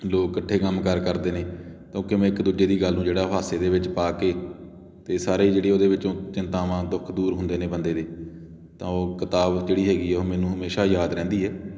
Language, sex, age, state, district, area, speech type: Punjabi, male, 30-45, Punjab, Patiala, rural, spontaneous